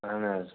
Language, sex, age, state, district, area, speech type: Kashmiri, male, 45-60, Jammu and Kashmir, Budgam, urban, conversation